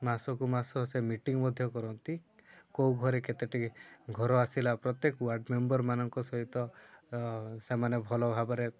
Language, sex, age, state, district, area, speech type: Odia, male, 18-30, Odisha, Mayurbhanj, rural, spontaneous